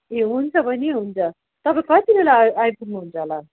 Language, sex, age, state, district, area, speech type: Nepali, female, 45-60, West Bengal, Darjeeling, rural, conversation